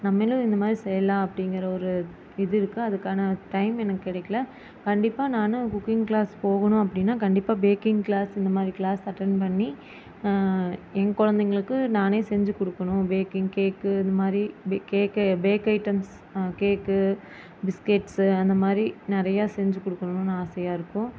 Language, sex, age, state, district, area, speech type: Tamil, female, 30-45, Tamil Nadu, Erode, rural, spontaneous